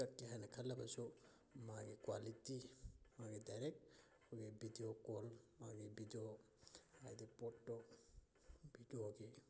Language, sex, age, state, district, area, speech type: Manipuri, male, 30-45, Manipur, Thoubal, rural, spontaneous